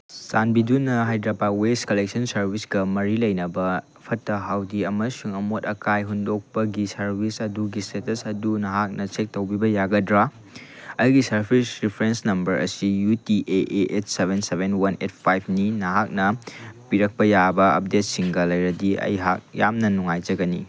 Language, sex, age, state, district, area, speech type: Manipuri, male, 18-30, Manipur, Chandel, rural, read